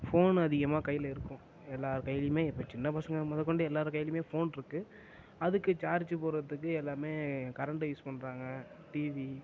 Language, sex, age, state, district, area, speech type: Tamil, male, 18-30, Tamil Nadu, Mayiladuthurai, urban, spontaneous